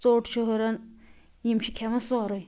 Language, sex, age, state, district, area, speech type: Kashmiri, female, 45-60, Jammu and Kashmir, Anantnag, rural, spontaneous